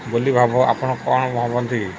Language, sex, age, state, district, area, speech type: Odia, male, 60+, Odisha, Sundergarh, urban, spontaneous